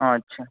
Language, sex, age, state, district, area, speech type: Bengali, male, 18-30, West Bengal, Kolkata, urban, conversation